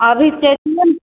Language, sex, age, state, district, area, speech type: Maithili, female, 18-30, Bihar, Begusarai, rural, conversation